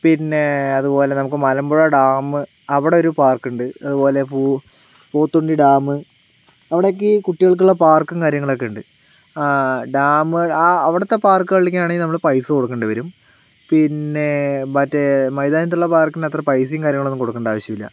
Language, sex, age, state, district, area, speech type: Malayalam, male, 18-30, Kerala, Palakkad, rural, spontaneous